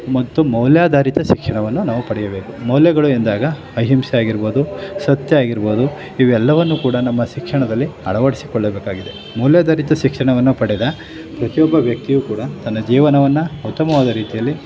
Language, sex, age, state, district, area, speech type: Kannada, male, 45-60, Karnataka, Chamarajanagar, urban, spontaneous